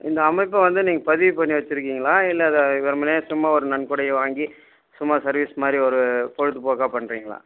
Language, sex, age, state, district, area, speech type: Tamil, male, 45-60, Tamil Nadu, Krishnagiri, rural, conversation